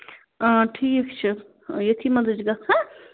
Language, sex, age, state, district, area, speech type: Kashmiri, female, 18-30, Jammu and Kashmir, Bandipora, rural, conversation